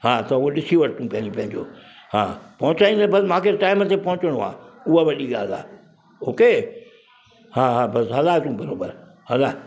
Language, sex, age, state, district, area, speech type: Sindhi, male, 60+, Maharashtra, Mumbai Suburban, urban, spontaneous